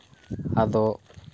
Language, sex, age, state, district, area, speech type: Santali, male, 30-45, Jharkhand, Seraikela Kharsawan, rural, spontaneous